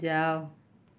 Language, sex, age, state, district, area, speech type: Odia, male, 18-30, Odisha, Kendujhar, urban, read